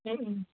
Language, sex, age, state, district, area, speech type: Assamese, female, 30-45, Assam, Udalguri, rural, conversation